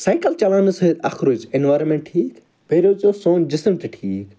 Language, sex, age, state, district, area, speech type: Kashmiri, male, 45-60, Jammu and Kashmir, Ganderbal, urban, spontaneous